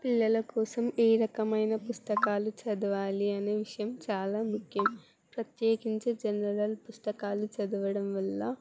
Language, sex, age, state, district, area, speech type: Telugu, female, 18-30, Telangana, Jangaon, urban, spontaneous